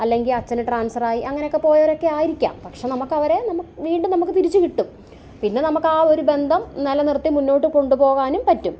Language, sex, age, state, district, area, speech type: Malayalam, female, 30-45, Kerala, Kottayam, rural, spontaneous